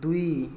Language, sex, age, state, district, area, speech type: Odia, male, 18-30, Odisha, Boudh, rural, read